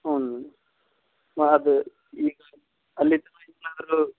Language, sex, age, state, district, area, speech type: Kannada, male, 30-45, Karnataka, Gadag, rural, conversation